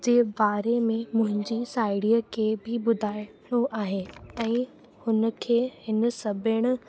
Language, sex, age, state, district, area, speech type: Sindhi, female, 18-30, Rajasthan, Ajmer, urban, spontaneous